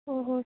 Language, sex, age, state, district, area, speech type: Marathi, female, 18-30, Maharashtra, Ahmednagar, rural, conversation